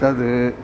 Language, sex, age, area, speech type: Sanskrit, male, 60+, urban, spontaneous